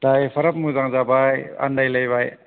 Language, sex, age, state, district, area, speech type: Bodo, male, 30-45, Assam, Kokrajhar, rural, conversation